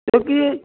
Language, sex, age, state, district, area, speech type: Punjabi, female, 30-45, Punjab, Jalandhar, rural, conversation